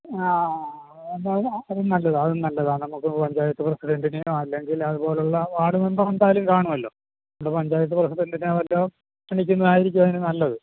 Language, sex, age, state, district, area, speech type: Malayalam, male, 60+, Kerala, Alappuzha, rural, conversation